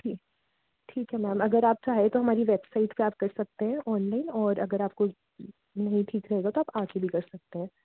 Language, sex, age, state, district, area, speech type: Hindi, female, 30-45, Madhya Pradesh, Jabalpur, urban, conversation